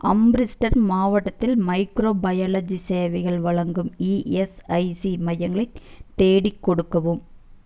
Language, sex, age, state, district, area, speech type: Tamil, female, 30-45, Tamil Nadu, Erode, rural, read